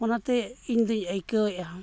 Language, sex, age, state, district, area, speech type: Santali, male, 45-60, Jharkhand, East Singhbhum, rural, spontaneous